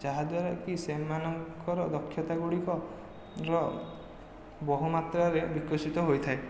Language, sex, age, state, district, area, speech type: Odia, male, 18-30, Odisha, Khordha, rural, spontaneous